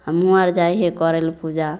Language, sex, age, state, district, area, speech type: Maithili, female, 18-30, Bihar, Samastipur, rural, spontaneous